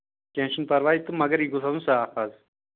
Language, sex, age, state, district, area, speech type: Kashmiri, male, 30-45, Jammu and Kashmir, Anantnag, rural, conversation